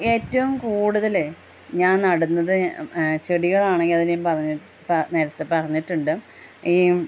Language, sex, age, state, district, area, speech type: Malayalam, female, 30-45, Kerala, Malappuram, rural, spontaneous